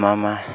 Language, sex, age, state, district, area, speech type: Bodo, male, 45-60, Assam, Kokrajhar, urban, spontaneous